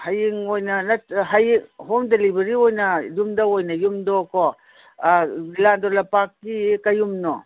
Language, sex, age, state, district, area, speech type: Manipuri, female, 60+, Manipur, Imphal East, rural, conversation